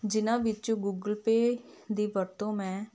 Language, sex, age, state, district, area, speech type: Punjabi, female, 30-45, Punjab, Hoshiarpur, rural, spontaneous